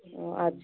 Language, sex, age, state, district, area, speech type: Maithili, female, 45-60, Bihar, Madhepura, rural, conversation